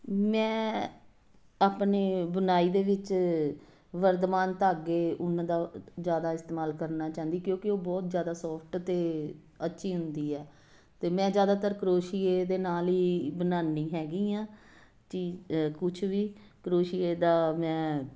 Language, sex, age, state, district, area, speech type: Punjabi, female, 45-60, Punjab, Jalandhar, urban, spontaneous